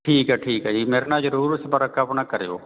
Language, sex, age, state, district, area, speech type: Punjabi, male, 30-45, Punjab, Fatehgarh Sahib, urban, conversation